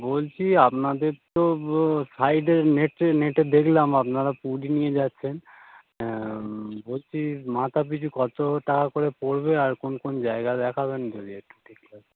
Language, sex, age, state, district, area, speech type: Bengali, male, 30-45, West Bengal, North 24 Parganas, urban, conversation